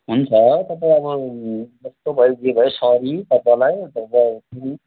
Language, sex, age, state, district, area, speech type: Nepali, male, 45-60, West Bengal, Kalimpong, rural, conversation